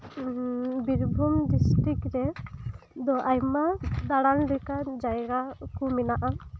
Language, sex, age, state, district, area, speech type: Santali, female, 18-30, West Bengal, Birbhum, rural, spontaneous